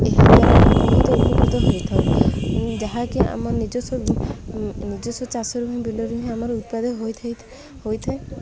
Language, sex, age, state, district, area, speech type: Odia, female, 18-30, Odisha, Ganjam, urban, spontaneous